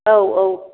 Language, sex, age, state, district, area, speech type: Bodo, female, 60+, Assam, Kokrajhar, rural, conversation